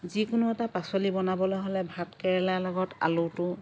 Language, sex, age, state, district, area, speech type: Assamese, female, 45-60, Assam, Lakhimpur, rural, spontaneous